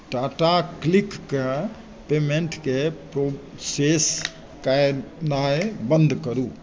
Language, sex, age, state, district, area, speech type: Maithili, male, 60+, Bihar, Madhubani, urban, read